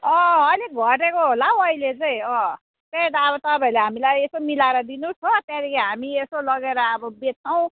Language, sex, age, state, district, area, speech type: Nepali, female, 30-45, West Bengal, Kalimpong, rural, conversation